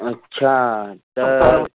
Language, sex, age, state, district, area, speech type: Sindhi, male, 18-30, Maharashtra, Thane, urban, conversation